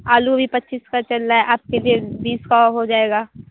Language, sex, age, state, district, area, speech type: Hindi, female, 18-30, Bihar, Vaishali, rural, conversation